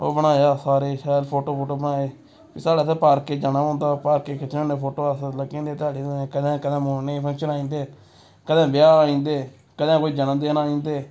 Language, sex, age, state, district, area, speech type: Dogri, male, 18-30, Jammu and Kashmir, Samba, rural, spontaneous